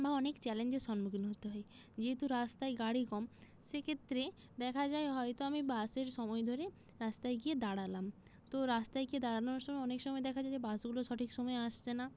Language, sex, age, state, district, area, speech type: Bengali, female, 30-45, West Bengal, Jalpaiguri, rural, spontaneous